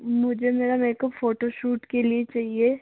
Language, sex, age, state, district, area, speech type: Hindi, male, 45-60, Rajasthan, Jaipur, urban, conversation